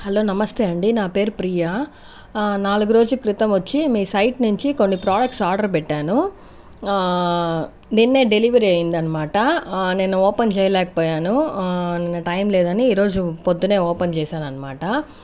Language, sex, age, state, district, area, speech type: Telugu, female, 30-45, Andhra Pradesh, Sri Balaji, rural, spontaneous